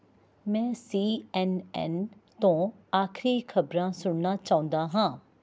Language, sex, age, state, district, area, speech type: Punjabi, female, 30-45, Punjab, Rupnagar, urban, read